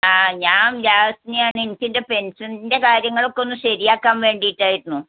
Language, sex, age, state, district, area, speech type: Malayalam, female, 60+, Kerala, Malappuram, rural, conversation